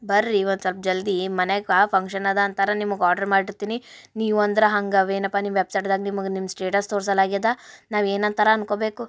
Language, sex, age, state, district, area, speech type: Kannada, female, 18-30, Karnataka, Gulbarga, urban, spontaneous